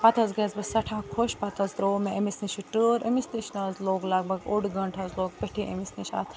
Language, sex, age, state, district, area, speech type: Kashmiri, female, 18-30, Jammu and Kashmir, Bandipora, urban, spontaneous